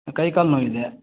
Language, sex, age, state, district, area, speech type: Kannada, male, 30-45, Karnataka, Chikkaballapur, rural, conversation